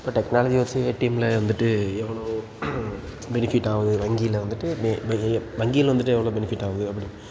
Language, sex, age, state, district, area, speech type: Tamil, male, 18-30, Tamil Nadu, Tiruchirappalli, rural, spontaneous